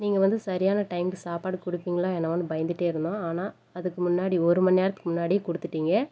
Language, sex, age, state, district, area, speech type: Tamil, female, 30-45, Tamil Nadu, Dharmapuri, urban, spontaneous